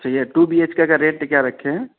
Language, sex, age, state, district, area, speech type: Urdu, male, 18-30, Bihar, Araria, rural, conversation